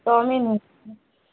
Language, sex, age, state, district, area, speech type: Hindi, female, 30-45, Uttar Pradesh, Prayagraj, rural, conversation